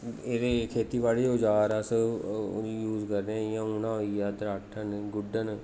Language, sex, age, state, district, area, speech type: Dogri, male, 30-45, Jammu and Kashmir, Jammu, rural, spontaneous